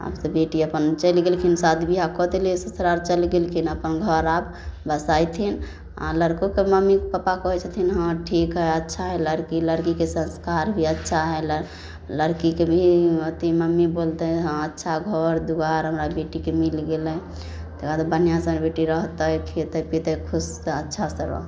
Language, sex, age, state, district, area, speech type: Maithili, female, 18-30, Bihar, Samastipur, rural, spontaneous